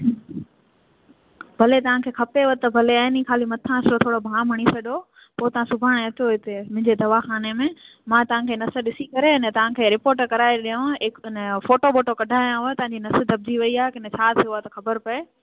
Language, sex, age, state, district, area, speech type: Sindhi, female, 18-30, Gujarat, Junagadh, urban, conversation